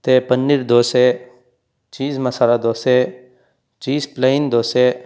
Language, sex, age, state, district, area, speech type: Kannada, male, 18-30, Karnataka, Tumkur, urban, spontaneous